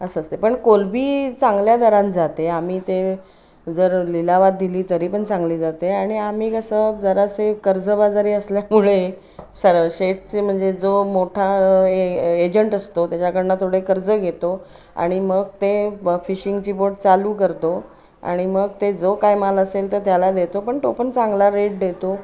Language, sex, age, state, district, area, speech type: Marathi, female, 45-60, Maharashtra, Ratnagiri, rural, spontaneous